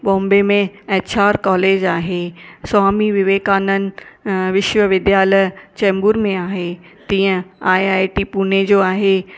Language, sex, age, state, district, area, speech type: Sindhi, female, 45-60, Maharashtra, Mumbai Suburban, urban, spontaneous